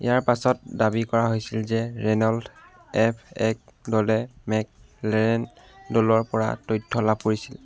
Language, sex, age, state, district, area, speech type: Assamese, male, 18-30, Assam, Jorhat, urban, read